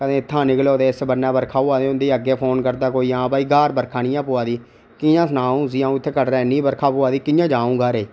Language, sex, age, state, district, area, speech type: Dogri, male, 18-30, Jammu and Kashmir, Reasi, rural, spontaneous